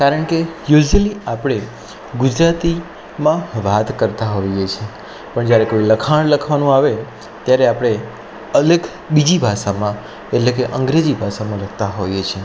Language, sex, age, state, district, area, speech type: Gujarati, male, 30-45, Gujarat, Anand, urban, spontaneous